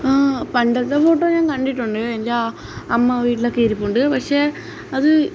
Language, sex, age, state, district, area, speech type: Malayalam, female, 18-30, Kerala, Alappuzha, rural, spontaneous